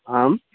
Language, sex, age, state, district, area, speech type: Sanskrit, male, 60+, Odisha, Balasore, urban, conversation